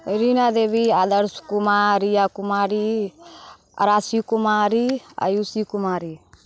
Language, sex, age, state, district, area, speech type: Maithili, female, 30-45, Bihar, Samastipur, urban, spontaneous